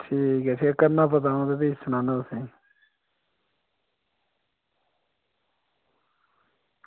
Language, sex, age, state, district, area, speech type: Dogri, male, 30-45, Jammu and Kashmir, Udhampur, rural, conversation